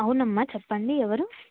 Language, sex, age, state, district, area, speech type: Telugu, female, 18-30, Telangana, Karimnagar, urban, conversation